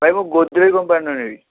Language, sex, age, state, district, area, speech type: Odia, male, 18-30, Odisha, Kalahandi, rural, conversation